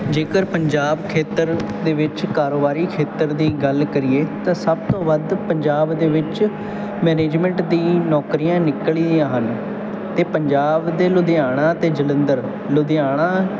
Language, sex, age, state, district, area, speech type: Punjabi, male, 18-30, Punjab, Bathinda, urban, spontaneous